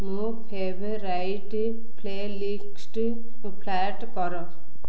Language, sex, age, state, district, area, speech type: Odia, female, 30-45, Odisha, Ganjam, urban, read